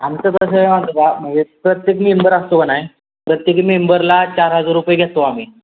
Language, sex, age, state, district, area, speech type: Marathi, male, 18-30, Maharashtra, Satara, urban, conversation